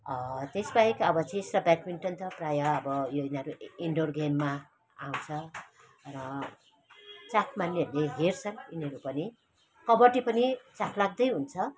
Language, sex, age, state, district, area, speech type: Nepali, female, 45-60, West Bengal, Kalimpong, rural, spontaneous